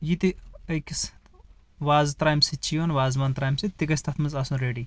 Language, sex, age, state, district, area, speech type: Kashmiri, male, 30-45, Jammu and Kashmir, Shopian, urban, spontaneous